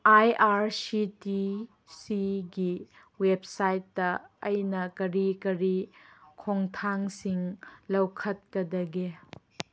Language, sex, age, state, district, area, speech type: Manipuri, female, 18-30, Manipur, Chandel, rural, read